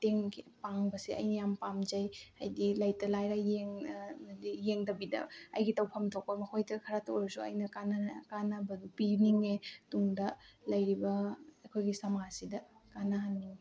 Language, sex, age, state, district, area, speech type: Manipuri, female, 18-30, Manipur, Bishnupur, rural, spontaneous